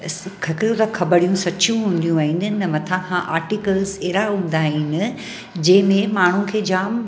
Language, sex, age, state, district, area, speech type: Sindhi, female, 45-60, Maharashtra, Mumbai Suburban, urban, spontaneous